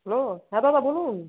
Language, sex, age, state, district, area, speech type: Bengali, male, 18-30, West Bengal, Bankura, urban, conversation